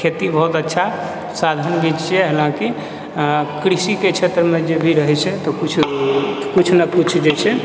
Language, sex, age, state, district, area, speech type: Maithili, male, 30-45, Bihar, Purnia, rural, spontaneous